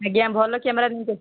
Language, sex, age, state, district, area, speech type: Odia, female, 18-30, Odisha, Puri, urban, conversation